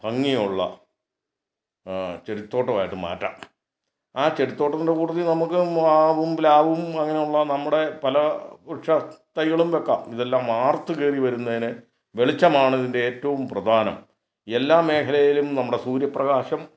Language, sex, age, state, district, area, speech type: Malayalam, male, 60+, Kerala, Kottayam, rural, spontaneous